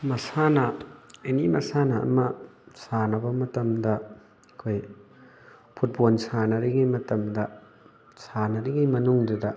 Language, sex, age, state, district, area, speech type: Manipuri, male, 18-30, Manipur, Thoubal, rural, spontaneous